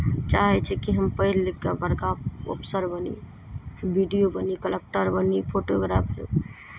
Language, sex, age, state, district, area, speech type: Maithili, female, 30-45, Bihar, Madhepura, rural, spontaneous